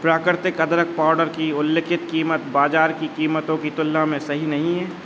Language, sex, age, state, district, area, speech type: Hindi, male, 30-45, Madhya Pradesh, Hoshangabad, rural, read